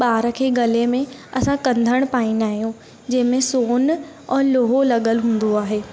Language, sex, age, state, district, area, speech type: Sindhi, female, 18-30, Madhya Pradesh, Katni, urban, spontaneous